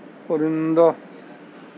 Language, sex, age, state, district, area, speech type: Urdu, male, 30-45, Uttar Pradesh, Gautam Buddha Nagar, rural, read